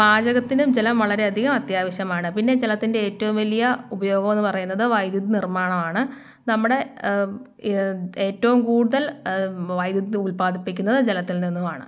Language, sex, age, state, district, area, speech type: Malayalam, female, 18-30, Kerala, Kottayam, rural, spontaneous